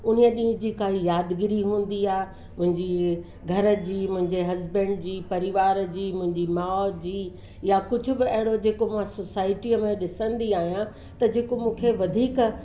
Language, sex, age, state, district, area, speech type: Sindhi, female, 60+, Uttar Pradesh, Lucknow, urban, spontaneous